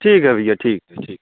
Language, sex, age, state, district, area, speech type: Hindi, male, 45-60, Uttar Pradesh, Bhadohi, urban, conversation